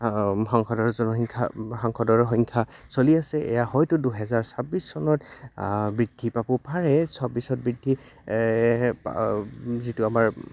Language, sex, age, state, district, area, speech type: Assamese, male, 18-30, Assam, Goalpara, rural, spontaneous